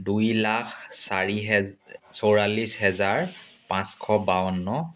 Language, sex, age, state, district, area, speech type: Assamese, male, 30-45, Assam, Dibrugarh, rural, spontaneous